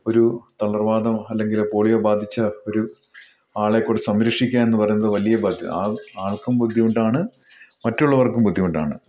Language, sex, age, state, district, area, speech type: Malayalam, male, 45-60, Kerala, Idukki, rural, spontaneous